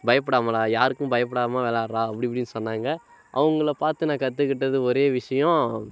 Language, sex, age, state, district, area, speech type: Tamil, male, 18-30, Tamil Nadu, Kallakurichi, urban, spontaneous